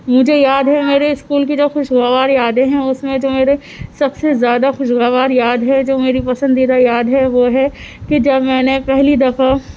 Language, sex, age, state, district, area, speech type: Urdu, female, 18-30, Delhi, Central Delhi, urban, spontaneous